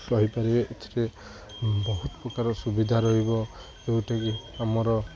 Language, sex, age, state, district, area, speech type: Odia, male, 18-30, Odisha, Jagatsinghpur, urban, spontaneous